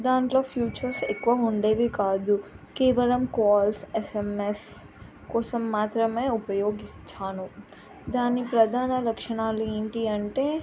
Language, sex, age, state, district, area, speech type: Telugu, female, 30-45, Telangana, Siddipet, urban, spontaneous